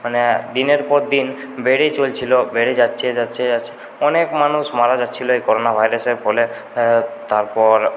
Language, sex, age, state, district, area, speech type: Bengali, male, 30-45, West Bengal, Purulia, rural, spontaneous